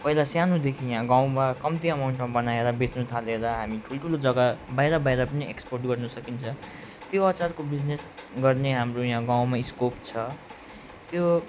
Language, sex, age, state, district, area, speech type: Nepali, male, 45-60, West Bengal, Alipurduar, urban, spontaneous